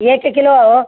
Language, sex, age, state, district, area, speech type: Sanskrit, female, 60+, Tamil Nadu, Chennai, urban, conversation